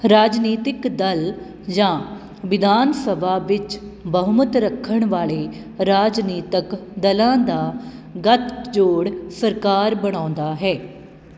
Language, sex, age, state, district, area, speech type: Punjabi, female, 30-45, Punjab, Kapurthala, urban, read